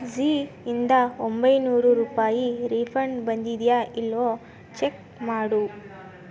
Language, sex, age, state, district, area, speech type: Kannada, female, 18-30, Karnataka, Chitradurga, rural, read